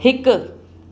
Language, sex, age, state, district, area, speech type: Sindhi, female, 45-60, Maharashtra, Mumbai Suburban, urban, read